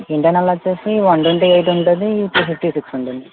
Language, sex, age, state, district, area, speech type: Telugu, male, 18-30, Telangana, Mancherial, urban, conversation